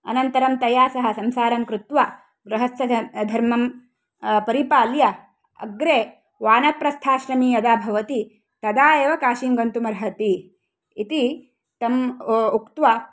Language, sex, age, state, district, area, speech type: Sanskrit, female, 30-45, Karnataka, Uttara Kannada, urban, spontaneous